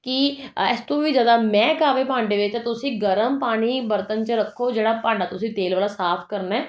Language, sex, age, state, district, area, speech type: Punjabi, female, 30-45, Punjab, Jalandhar, urban, spontaneous